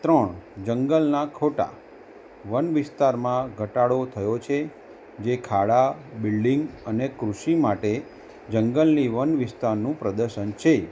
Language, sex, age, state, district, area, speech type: Gujarati, male, 30-45, Gujarat, Kheda, urban, spontaneous